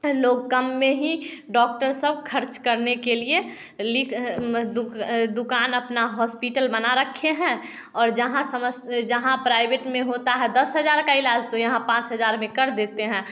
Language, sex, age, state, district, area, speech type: Hindi, female, 18-30, Bihar, Samastipur, rural, spontaneous